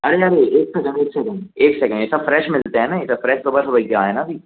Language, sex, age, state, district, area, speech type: Hindi, male, 18-30, Madhya Pradesh, Jabalpur, urban, conversation